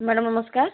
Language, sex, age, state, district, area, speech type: Odia, female, 60+, Odisha, Boudh, rural, conversation